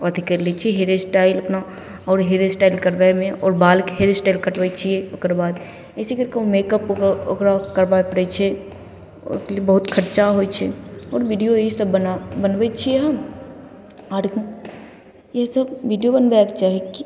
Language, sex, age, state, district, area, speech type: Maithili, female, 18-30, Bihar, Begusarai, rural, spontaneous